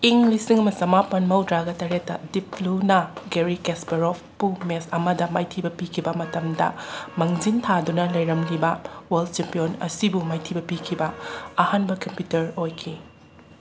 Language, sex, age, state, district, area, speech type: Manipuri, female, 45-60, Manipur, Imphal West, rural, read